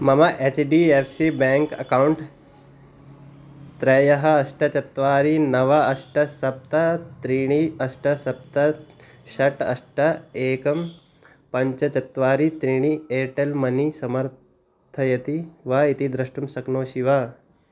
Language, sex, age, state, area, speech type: Sanskrit, male, 18-30, Delhi, rural, read